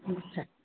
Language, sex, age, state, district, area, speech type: Nepali, female, 60+, West Bengal, Darjeeling, rural, conversation